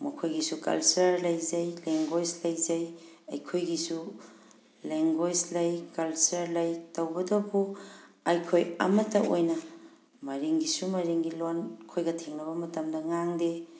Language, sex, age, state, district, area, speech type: Manipuri, female, 45-60, Manipur, Thoubal, rural, spontaneous